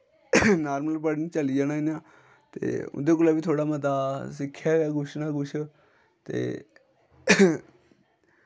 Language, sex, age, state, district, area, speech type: Dogri, male, 18-30, Jammu and Kashmir, Samba, rural, spontaneous